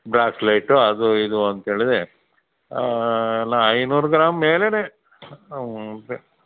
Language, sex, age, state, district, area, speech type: Kannada, male, 60+, Karnataka, Dakshina Kannada, rural, conversation